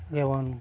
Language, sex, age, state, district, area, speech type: Santali, male, 45-60, Odisha, Mayurbhanj, rural, spontaneous